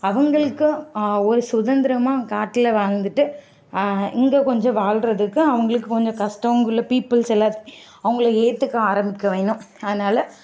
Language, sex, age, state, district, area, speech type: Tamil, female, 18-30, Tamil Nadu, Kanchipuram, urban, spontaneous